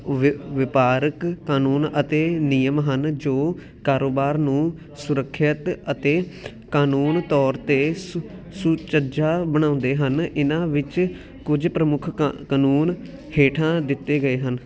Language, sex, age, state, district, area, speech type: Punjabi, male, 18-30, Punjab, Ludhiana, urban, spontaneous